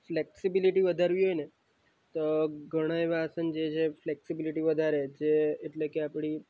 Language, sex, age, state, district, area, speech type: Gujarati, male, 18-30, Gujarat, Valsad, rural, spontaneous